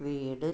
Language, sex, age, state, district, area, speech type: Malayalam, female, 60+, Kerala, Kannur, rural, read